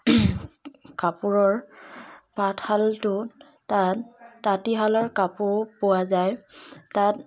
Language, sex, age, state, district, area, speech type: Assamese, female, 18-30, Assam, Dibrugarh, rural, spontaneous